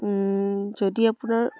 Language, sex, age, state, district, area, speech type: Assamese, female, 18-30, Assam, Charaideo, urban, spontaneous